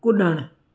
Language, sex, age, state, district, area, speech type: Sindhi, female, 30-45, Gujarat, Surat, urban, read